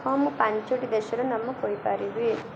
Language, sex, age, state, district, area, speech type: Odia, female, 18-30, Odisha, Koraput, urban, spontaneous